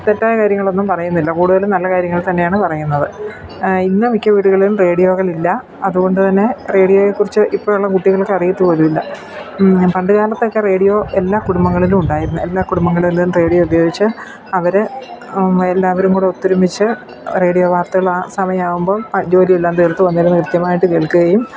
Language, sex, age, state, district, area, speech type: Malayalam, female, 45-60, Kerala, Idukki, rural, spontaneous